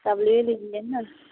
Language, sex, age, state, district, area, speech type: Hindi, female, 30-45, Uttar Pradesh, Mirzapur, rural, conversation